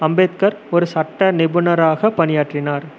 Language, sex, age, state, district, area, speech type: Tamil, male, 30-45, Tamil Nadu, Erode, rural, read